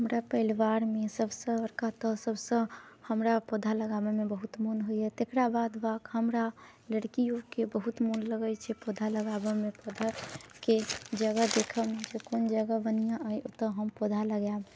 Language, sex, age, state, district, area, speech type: Maithili, female, 30-45, Bihar, Muzaffarpur, rural, spontaneous